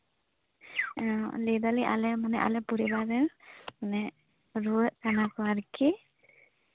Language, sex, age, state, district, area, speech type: Santali, female, 18-30, West Bengal, Bankura, rural, conversation